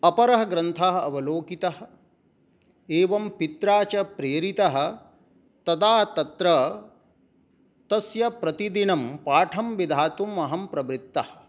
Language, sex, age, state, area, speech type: Sanskrit, male, 60+, Jharkhand, rural, spontaneous